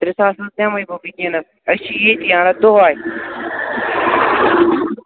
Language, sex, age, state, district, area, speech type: Kashmiri, male, 18-30, Jammu and Kashmir, Kupwara, rural, conversation